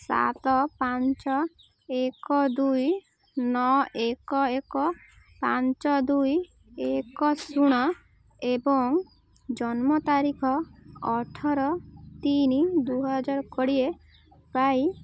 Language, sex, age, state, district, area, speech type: Odia, female, 18-30, Odisha, Malkangiri, urban, read